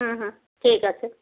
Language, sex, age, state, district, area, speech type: Bengali, female, 45-60, West Bengal, Jalpaiguri, rural, conversation